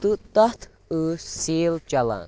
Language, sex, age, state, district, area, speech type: Kashmiri, male, 18-30, Jammu and Kashmir, Baramulla, rural, spontaneous